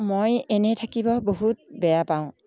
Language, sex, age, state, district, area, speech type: Assamese, female, 60+, Assam, Darrang, rural, spontaneous